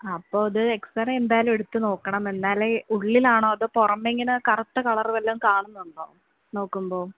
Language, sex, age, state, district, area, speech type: Malayalam, female, 18-30, Kerala, Wayanad, rural, conversation